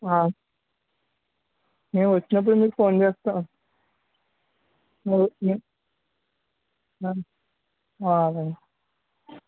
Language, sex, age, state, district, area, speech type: Telugu, male, 18-30, Andhra Pradesh, Anakapalli, rural, conversation